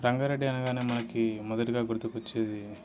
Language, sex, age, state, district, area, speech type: Telugu, male, 18-30, Telangana, Ranga Reddy, urban, spontaneous